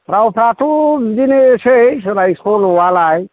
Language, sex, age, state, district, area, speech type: Bodo, male, 45-60, Assam, Kokrajhar, rural, conversation